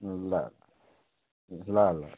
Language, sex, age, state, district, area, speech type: Nepali, male, 45-60, West Bengal, Kalimpong, rural, conversation